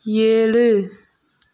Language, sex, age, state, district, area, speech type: Tamil, female, 30-45, Tamil Nadu, Mayiladuthurai, rural, read